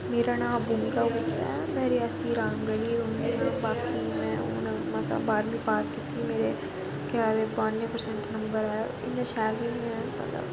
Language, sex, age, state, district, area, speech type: Dogri, female, 30-45, Jammu and Kashmir, Reasi, urban, spontaneous